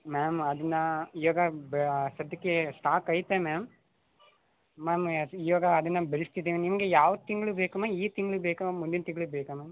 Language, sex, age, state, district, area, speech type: Kannada, male, 18-30, Karnataka, Chamarajanagar, rural, conversation